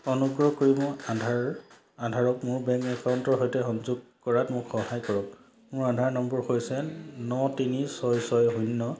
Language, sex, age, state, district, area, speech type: Assamese, male, 30-45, Assam, Charaideo, urban, read